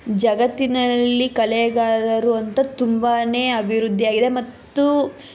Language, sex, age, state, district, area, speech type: Kannada, female, 18-30, Karnataka, Tumkur, rural, spontaneous